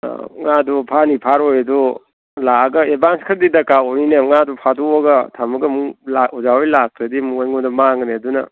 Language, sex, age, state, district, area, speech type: Manipuri, male, 60+, Manipur, Thoubal, rural, conversation